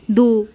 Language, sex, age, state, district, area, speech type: Punjabi, female, 18-30, Punjab, Rupnagar, urban, read